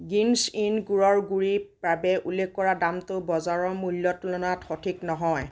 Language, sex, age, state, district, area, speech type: Assamese, female, 18-30, Assam, Nagaon, rural, read